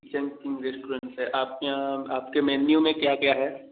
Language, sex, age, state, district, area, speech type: Hindi, male, 18-30, Uttar Pradesh, Bhadohi, rural, conversation